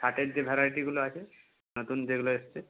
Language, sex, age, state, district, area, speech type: Bengali, male, 18-30, West Bengal, Purba Medinipur, rural, conversation